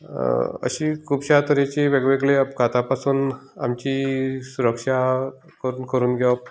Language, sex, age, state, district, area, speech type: Goan Konkani, male, 45-60, Goa, Canacona, rural, spontaneous